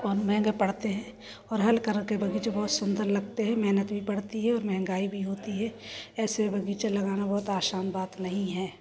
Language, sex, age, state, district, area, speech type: Hindi, female, 45-60, Madhya Pradesh, Jabalpur, urban, spontaneous